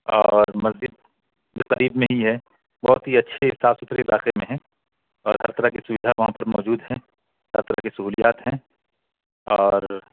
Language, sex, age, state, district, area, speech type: Urdu, male, 30-45, Bihar, Purnia, rural, conversation